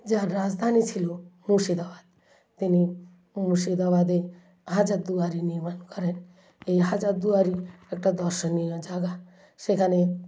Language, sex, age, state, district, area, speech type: Bengali, female, 60+, West Bengal, South 24 Parganas, rural, spontaneous